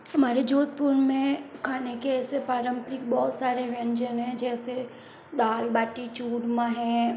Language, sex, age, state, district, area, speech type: Hindi, female, 45-60, Rajasthan, Jodhpur, urban, spontaneous